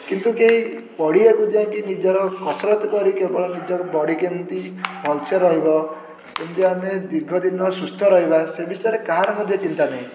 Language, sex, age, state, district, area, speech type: Odia, male, 18-30, Odisha, Puri, urban, spontaneous